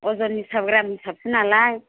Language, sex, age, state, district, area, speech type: Bodo, female, 45-60, Assam, Chirang, rural, conversation